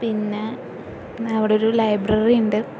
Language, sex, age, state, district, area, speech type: Malayalam, female, 18-30, Kerala, Palakkad, urban, spontaneous